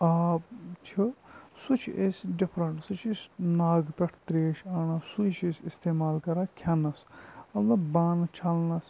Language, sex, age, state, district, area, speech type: Kashmiri, male, 18-30, Jammu and Kashmir, Bandipora, rural, spontaneous